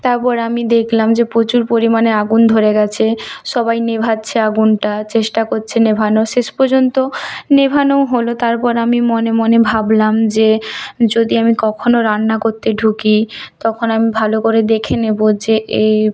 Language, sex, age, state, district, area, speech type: Bengali, female, 30-45, West Bengal, Purba Medinipur, rural, spontaneous